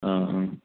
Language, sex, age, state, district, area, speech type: Malayalam, male, 30-45, Kerala, Malappuram, rural, conversation